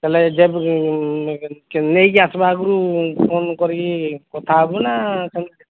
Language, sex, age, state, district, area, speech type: Odia, male, 45-60, Odisha, Sambalpur, rural, conversation